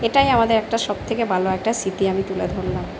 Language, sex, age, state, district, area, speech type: Bengali, female, 45-60, West Bengal, Purba Bardhaman, urban, spontaneous